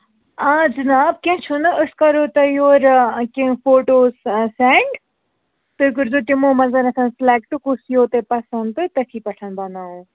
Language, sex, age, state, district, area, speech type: Kashmiri, male, 18-30, Jammu and Kashmir, Budgam, rural, conversation